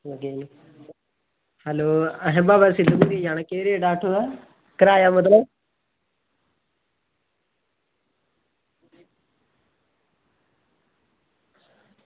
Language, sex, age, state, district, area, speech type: Dogri, male, 18-30, Jammu and Kashmir, Samba, rural, conversation